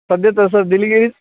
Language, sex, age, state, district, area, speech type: Marathi, male, 30-45, Maharashtra, Beed, rural, conversation